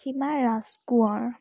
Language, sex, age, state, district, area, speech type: Assamese, female, 18-30, Assam, Tinsukia, rural, spontaneous